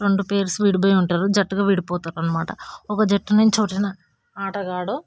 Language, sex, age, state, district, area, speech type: Telugu, female, 18-30, Telangana, Hyderabad, urban, spontaneous